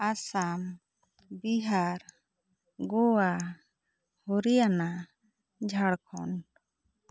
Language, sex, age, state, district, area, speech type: Santali, female, 45-60, West Bengal, Bankura, rural, spontaneous